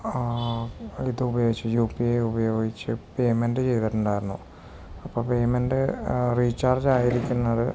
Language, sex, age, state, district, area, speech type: Malayalam, male, 45-60, Kerala, Wayanad, rural, spontaneous